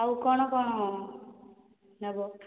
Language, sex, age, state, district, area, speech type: Odia, female, 18-30, Odisha, Boudh, rural, conversation